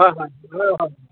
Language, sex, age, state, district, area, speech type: Assamese, male, 60+, Assam, Charaideo, rural, conversation